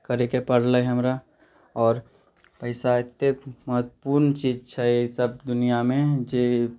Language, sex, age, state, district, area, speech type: Maithili, male, 18-30, Bihar, Muzaffarpur, rural, spontaneous